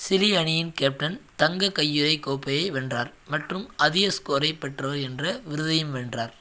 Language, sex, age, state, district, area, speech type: Tamil, male, 18-30, Tamil Nadu, Madurai, rural, read